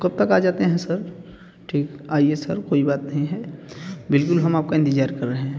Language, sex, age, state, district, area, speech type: Hindi, male, 30-45, Uttar Pradesh, Bhadohi, urban, spontaneous